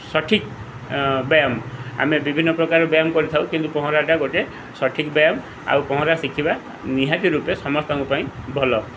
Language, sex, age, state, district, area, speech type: Odia, male, 45-60, Odisha, Sundergarh, rural, spontaneous